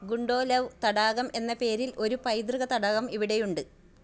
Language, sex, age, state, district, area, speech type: Malayalam, female, 45-60, Kerala, Kasaragod, rural, read